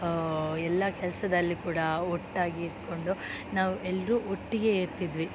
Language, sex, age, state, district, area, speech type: Kannada, female, 18-30, Karnataka, Dakshina Kannada, rural, spontaneous